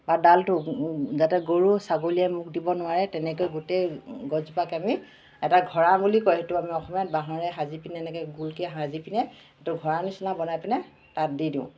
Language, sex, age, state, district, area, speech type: Assamese, female, 45-60, Assam, Charaideo, urban, spontaneous